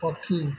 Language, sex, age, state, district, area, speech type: Odia, male, 45-60, Odisha, Jagatsinghpur, urban, read